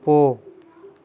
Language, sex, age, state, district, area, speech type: Tamil, male, 30-45, Tamil Nadu, Ariyalur, rural, read